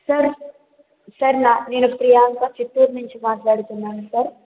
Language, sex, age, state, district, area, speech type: Telugu, female, 18-30, Andhra Pradesh, Chittoor, rural, conversation